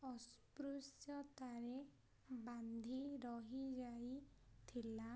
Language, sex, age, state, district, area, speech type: Odia, female, 18-30, Odisha, Ganjam, urban, spontaneous